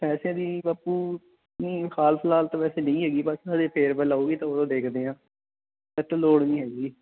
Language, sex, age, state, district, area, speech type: Punjabi, male, 18-30, Punjab, Bathinda, urban, conversation